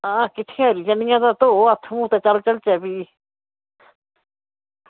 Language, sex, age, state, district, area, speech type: Dogri, female, 60+, Jammu and Kashmir, Udhampur, rural, conversation